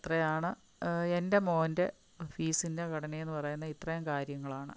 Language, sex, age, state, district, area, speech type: Malayalam, female, 45-60, Kerala, Palakkad, rural, spontaneous